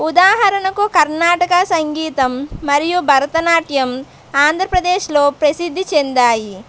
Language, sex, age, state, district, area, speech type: Telugu, female, 18-30, Andhra Pradesh, Konaseema, urban, spontaneous